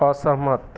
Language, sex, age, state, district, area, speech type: Hindi, male, 45-60, Bihar, Madhepura, rural, read